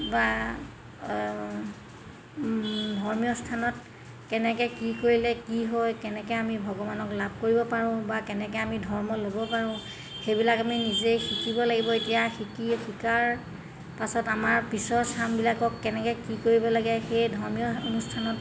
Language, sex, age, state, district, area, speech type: Assamese, female, 60+, Assam, Golaghat, urban, spontaneous